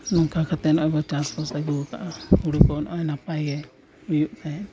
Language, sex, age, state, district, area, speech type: Santali, male, 45-60, Jharkhand, East Singhbhum, rural, spontaneous